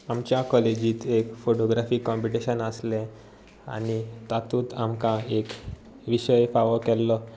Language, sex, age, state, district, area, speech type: Goan Konkani, male, 18-30, Goa, Sanguem, rural, spontaneous